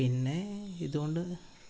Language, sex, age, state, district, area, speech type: Malayalam, male, 18-30, Kerala, Wayanad, rural, spontaneous